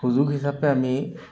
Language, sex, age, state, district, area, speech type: Assamese, male, 60+, Assam, Dibrugarh, urban, spontaneous